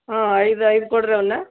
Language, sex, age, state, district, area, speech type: Kannada, female, 30-45, Karnataka, Gadag, rural, conversation